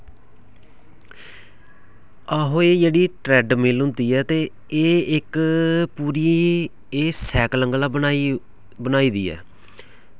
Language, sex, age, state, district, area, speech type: Dogri, male, 30-45, Jammu and Kashmir, Samba, urban, spontaneous